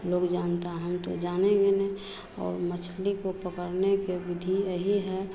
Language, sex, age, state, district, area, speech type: Hindi, female, 45-60, Bihar, Begusarai, rural, spontaneous